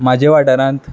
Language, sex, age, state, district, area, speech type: Goan Konkani, male, 18-30, Goa, Quepem, rural, spontaneous